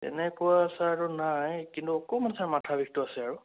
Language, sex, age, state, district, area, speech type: Assamese, male, 18-30, Assam, Sonitpur, rural, conversation